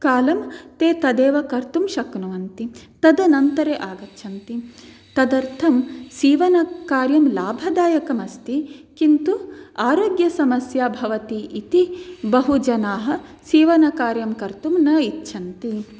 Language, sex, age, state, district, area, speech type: Sanskrit, female, 30-45, Karnataka, Dakshina Kannada, rural, spontaneous